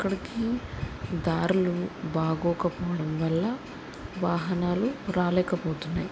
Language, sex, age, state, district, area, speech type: Telugu, female, 45-60, Andhra Pradesh, West Godavari, rural, spontaneous